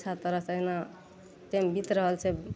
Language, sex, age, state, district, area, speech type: Maithili, female, 45-60, Bihar, Madhepura, rural, spontaneous